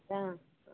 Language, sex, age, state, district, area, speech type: Kannada, female, 60+, Karnataka, Chitradurga, rural, conversation